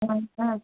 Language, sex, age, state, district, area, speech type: Odia, female, 45-60, Odisha, Angul, rural, conversation